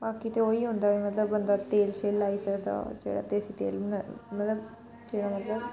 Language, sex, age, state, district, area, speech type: Dogri, female, 60+, Jammu and Kashmir, Reasi, rural, spontaneous